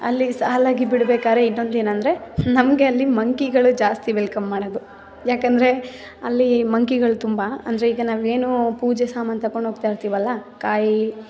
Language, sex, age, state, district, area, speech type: Kannada, female, 18-30, Karnataka, Mysore, rural, spontaneous